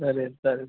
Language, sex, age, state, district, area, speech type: Marathi, male, 18-30, Maharashtra, Kolhapur, urban, conversation